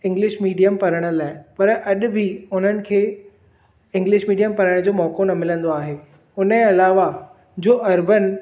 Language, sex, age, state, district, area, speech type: Sindhi, male, 18-30, Maharashtra, Thane, urban, spontaneous